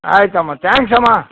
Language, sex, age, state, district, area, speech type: Kannada, male, 60+, Karnataka, Koppal, rural, conversation